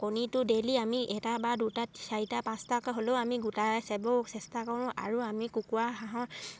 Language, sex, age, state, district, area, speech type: Assamese, female, 45-60, Assam, Dibrugarh, rural, spontaneous